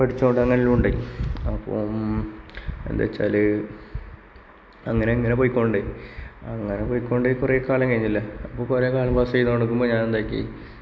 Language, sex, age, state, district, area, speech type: Malayalam, male, 18-30, Kerala, Kasaragod, rural, spontaneous